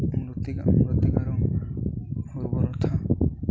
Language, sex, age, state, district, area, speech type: Odia, male, 18-30, Odisha, Nabarangpur, urban, spontaneous